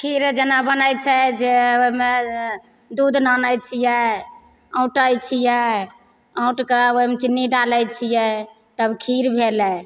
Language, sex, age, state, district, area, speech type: Maithili, female, 30-45, Bihar, Begusarai, rural, spontaneous